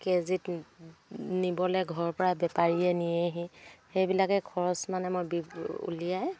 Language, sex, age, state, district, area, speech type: Assamese, female, 45-60, Assam, Dibrugarh, rural, spontaneous